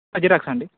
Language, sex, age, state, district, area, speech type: Telugu, male, 18-30, Telangana, Bhadradri Kothagudem, urban, conversation